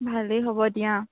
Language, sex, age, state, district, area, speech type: Assamese, female, 18-30, Assam, Morigaon, rural, conversation